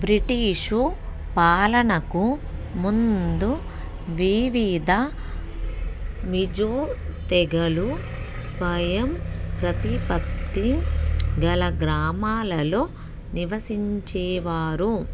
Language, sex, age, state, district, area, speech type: Telugu, female, 30-45, Telangana, Peddapalli, rural, read